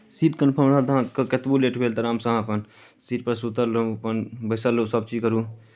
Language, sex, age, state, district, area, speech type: Maithili, male, 18-30, Bihar, Darbhanga, rural, spontaneous